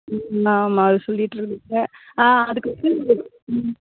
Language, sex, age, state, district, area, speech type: Tamil, female, 30-45, Tamil Nadu, Vellore, urban, conversation